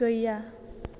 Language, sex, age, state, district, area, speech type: Bodo, female, 18-30, Assam, Chirang, rural, read